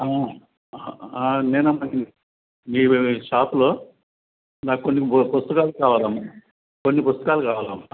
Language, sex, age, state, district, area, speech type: Telugu, male, 60+, Andhra Pradesh, Eluru, urban, conversation